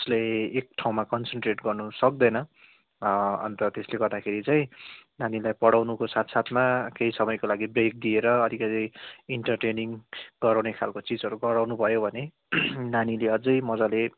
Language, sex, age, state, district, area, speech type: Nepali, male, 18-30, West Bengal, Kalimpong, rural, conversation